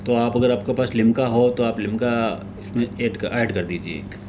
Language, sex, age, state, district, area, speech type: Hindi, male, 60+, Rajasthan, Jodhpur, urban, spontaneous